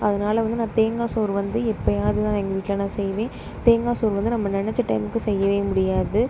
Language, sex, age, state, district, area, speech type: Tamil, female, 30-45, Tamil Nadu, Pudukkottai, rural, spontaneous